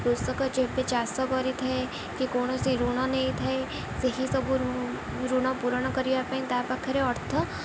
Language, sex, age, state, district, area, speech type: Odia, female, 18-30, Odisha, Jagatsinghpur, rural, spontaneous